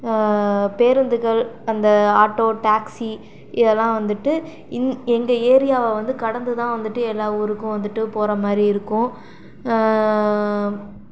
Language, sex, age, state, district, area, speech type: Tamil, female, 45-60, Tamil Nadu, Pudukkottai, rural, spontaneous